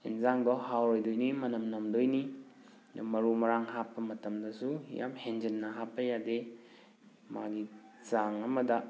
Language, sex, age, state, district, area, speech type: Manipuri, male, 30-45, Manipur, Thoubal, rural, spontaneous